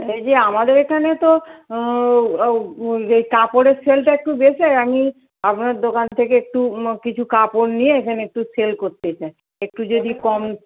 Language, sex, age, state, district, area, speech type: Bengali, female, 45-60, West Bengal, North 24 Parganas, urban, conversation